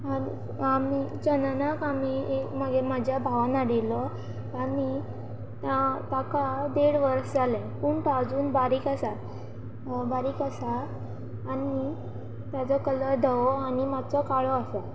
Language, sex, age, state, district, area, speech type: Goan Konkani, female, 18-30, Goa, Quepem, rural, spontaneous